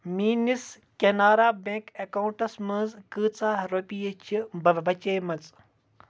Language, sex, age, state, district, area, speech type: Kashmiri, male, 18-30, Jammu and Kashmir, Kupwara, rural, read